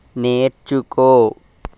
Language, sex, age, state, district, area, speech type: Telugu, male, 18-30, Andhra Pradesh, Eluru, urban, read